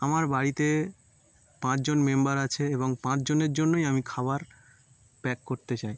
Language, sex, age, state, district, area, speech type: Bengali, male, 18-30, West Bengal, Howrah, urban, spontaneous